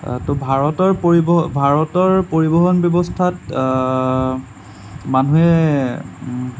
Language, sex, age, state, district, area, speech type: Assamese, male, 18-30, Assam, Sonitpur, rural, spontaneous